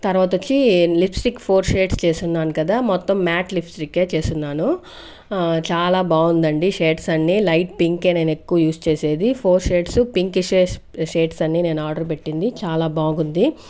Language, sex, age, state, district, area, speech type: Telugu, female, 60+, Andhra Pradesh, Chittoor, rural, spontaneous